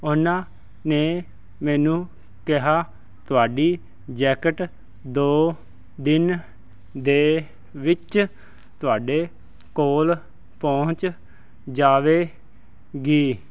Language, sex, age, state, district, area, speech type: Punjabi, male, 30-45, Punjab, Fazilka, rural, spontaneous